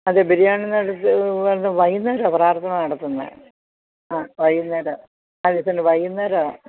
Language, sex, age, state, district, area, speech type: Malayalam, female, 60+, Kerala, Thiruvananthapuram, urban, conversation